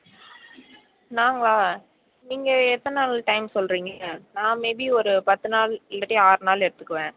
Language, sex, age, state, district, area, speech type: Tamil, female, 18-30, Tamil Nadu, Mayiladuthurai, rural, conversation